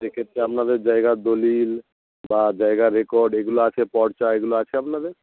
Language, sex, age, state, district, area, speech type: Bengali, male, 30-45, West Bengal, North 24 Parganas, rural, conversation